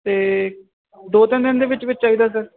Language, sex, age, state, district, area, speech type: Punjabi, male, 18-30, Punjab, Firozpur, rural, conversation